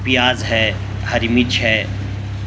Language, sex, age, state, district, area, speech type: Urdu, male, 45-60, Delhi, South Delhi, urban, spontaneous